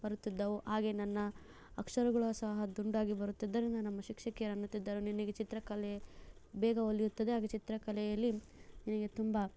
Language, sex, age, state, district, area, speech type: Kannada, female, 30-45, Karnataka, Chikkaballapur, rural, spontaneous